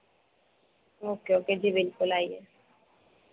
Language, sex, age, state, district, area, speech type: Hindi, female, 30-45, Madhya Pradesh, Harda, urban, conversation